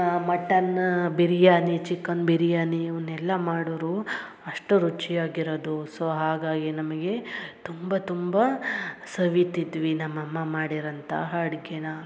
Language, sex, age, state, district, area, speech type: Kannada, female, 30-45, Karnataka, Hassan, rural, spontaneous